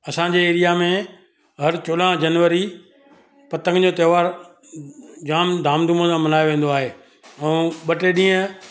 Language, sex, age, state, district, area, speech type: Sindhi, male, 60+, Gujarat, Surat, urban, spontaneous